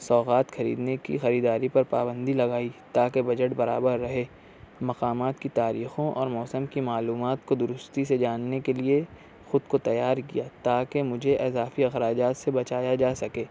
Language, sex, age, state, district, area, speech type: Urdu, male, 45-60, Maharashtra, Nashik, urban, spontaneous